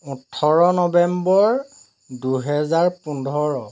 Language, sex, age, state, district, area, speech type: Assamese, male, 45-60, Assam, Jorhat, urban, spontaneous